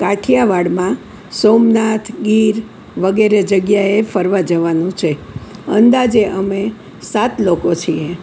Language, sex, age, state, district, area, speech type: Gujarati, female, 60+, Gujarat, Kheda, rural, spontaneous